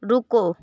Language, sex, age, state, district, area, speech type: Hindi, female, 45-60, Uttar Pradesh, Sonbhadra, rural, read